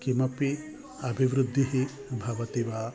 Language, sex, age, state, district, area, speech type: Sanskrit, male, 60+, Andhra Pradesh, Visakhapatnam, urban, spontaneous